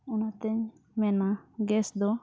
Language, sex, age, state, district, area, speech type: Santali, female, 18-30, Jharkhand, Pakur, rural, spontaneous